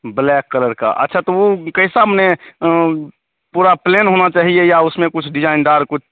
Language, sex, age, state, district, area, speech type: Hindi, male, 30-45, Bihar, Begusarai, urban, conversation